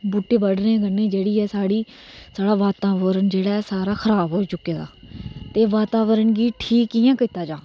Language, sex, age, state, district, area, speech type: Dogri, female, 30-45, Jammu and Kashmir, Reasi, rural, spontaneous